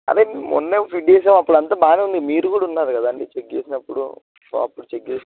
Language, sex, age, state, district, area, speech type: Telugu, male, 18-30, Telangana, Siddipet, rural, conversation